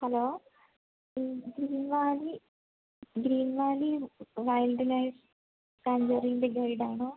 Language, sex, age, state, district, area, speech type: Malayalam, female, 18-30, Kerala, Wayanad, rural, conversation